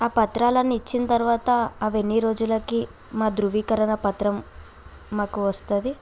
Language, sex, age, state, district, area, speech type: Telugu, female, 18-30, Telangana, Bhadradri Kothagudem, rural, spontaneous